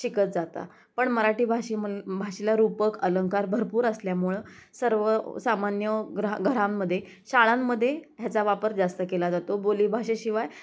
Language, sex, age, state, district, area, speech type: Marathi, female, 30-45, Maharashtra, Osmanabad, rural, spontaneous